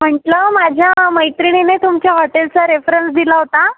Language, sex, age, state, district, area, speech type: Marathi, female, 18-30, Maharashtra, Buldhana, rural, conversation